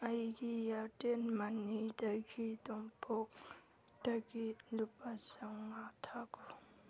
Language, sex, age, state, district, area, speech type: Manipuri, female, 30-45, Manipur, Churachandpur, rural, read